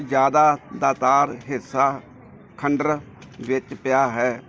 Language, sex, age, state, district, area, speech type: Punjabi, male, 45-60, Punjab, Mansa, urban, read